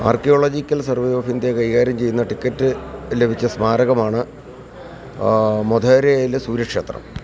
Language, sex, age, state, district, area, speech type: Malayalam, male, 60+, Kerala, Idukki, rural, read